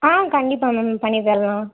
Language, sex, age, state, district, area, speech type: Tamil, female, 18-30, Tamil Nadu, Madurai, urban, conversation